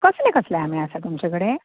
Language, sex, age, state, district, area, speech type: Goan Konkani, female, 45-60, Goa, Ponda, rural, conversation